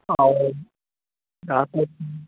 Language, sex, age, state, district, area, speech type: Maithili, male, 30-45, Bihar, Darbhanga, urban, conversation